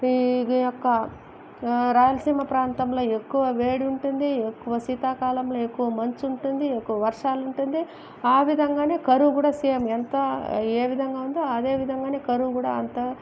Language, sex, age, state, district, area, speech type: Telugu, female, 45-60, Andhra Pradesh, Chittoor, rural, spontaneous